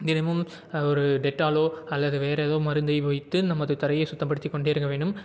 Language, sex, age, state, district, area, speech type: Tamil, male, 18-30, Tamil Nadu, Salem, urban, spontaneous